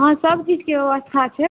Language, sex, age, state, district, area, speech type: Maithili, female, 18-30, Bihar, Saharsa, urban, conversation